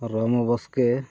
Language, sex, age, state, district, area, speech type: Santali, male, 45-60, Odisha, Mayurbhanj, rural, spontaneous